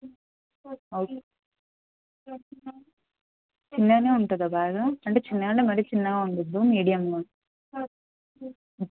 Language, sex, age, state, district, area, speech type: Telugu, female, 18-30, Telangana, Ranga Reddy, urban, conversation